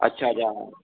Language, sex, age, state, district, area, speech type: Sindhi, male, 45-60, Maharashtra, Thane, urban, conversation